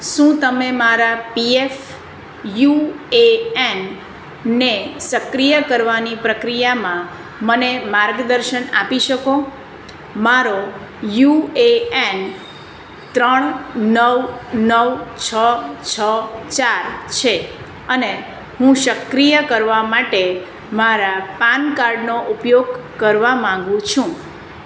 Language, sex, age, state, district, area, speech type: Gujarati, female, 30-45, Gujarat, Surat, urban, read